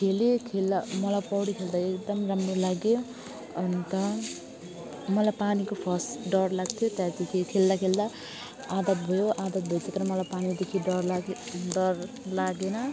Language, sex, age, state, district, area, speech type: Nepali, female, 30-45, West Bengal, Alipurduar, urban, spontaneous